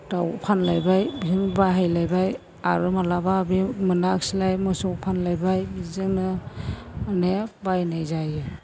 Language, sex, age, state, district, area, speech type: Bodo, female, 60+, Assam, Chirang, rural, spontaneous